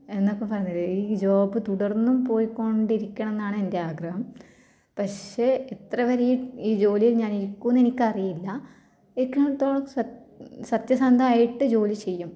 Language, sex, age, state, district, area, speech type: Malayalam, female, 18-30, Kerala, Kasaragod, rural, spontaneous